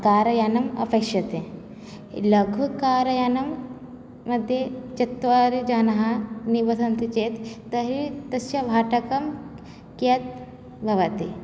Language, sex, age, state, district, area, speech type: Sanskrit, female, 18-30, Odisha, Cuttack, rural, spontaneous